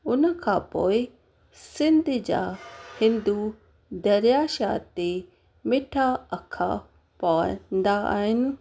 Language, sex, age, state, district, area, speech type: Sindhi, female, 30-45, Rajasthan, Ajmer, urban, spontaneous